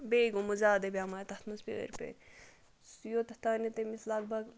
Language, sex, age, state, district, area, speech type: Kashmiri, female, 30-45, Jammu and Kashmir, Ganderbal, rural, spontaneous